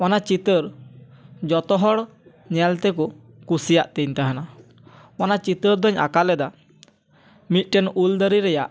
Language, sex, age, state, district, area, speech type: Santali, male, 18-30, West Bengal, Purba Bardhaman, rural, spontaneous